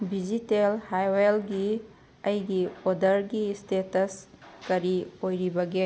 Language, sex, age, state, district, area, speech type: Manipuri, female, 45-60, Manipur, Kangpokpi, urban, read